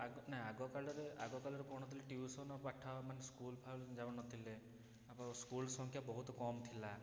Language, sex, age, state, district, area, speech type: Odia, male, 30-45, Odisha, Cuttack, urban, spontaneous